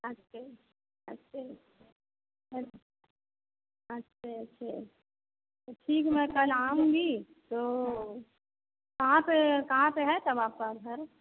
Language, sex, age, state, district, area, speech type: Hindi, female, 60+, Uttar Pradesh, Azamgarh, urban, conversation